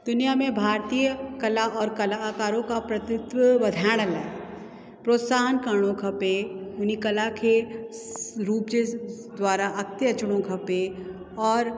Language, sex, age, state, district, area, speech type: Sindhi, female, 45-60, Uttar Pradesh, Lucknow, urban, spontaneous